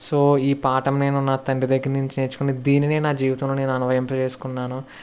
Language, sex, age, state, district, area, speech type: Telugu, male, 60+, Andhra Pradesh, Kakinada, rural, spontaneous